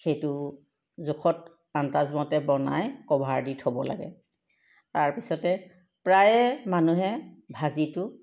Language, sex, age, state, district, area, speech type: Assamese, female, 60+, Assam, Sivasagar, urban, spontaneous